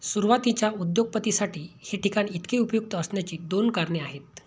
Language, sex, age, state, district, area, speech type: Marathi, male, 30-45, Maharashtra, Amravati, rural, read